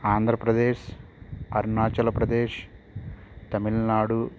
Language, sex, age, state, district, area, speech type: Telugu, male, 30-45, Andhra Pradesh, Konaseema, rural, spontaneous